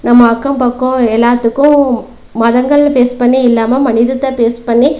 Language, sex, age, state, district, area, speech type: Tamil, female, 30-45, Tamil Nadu, Namakkal, rural, spontaneous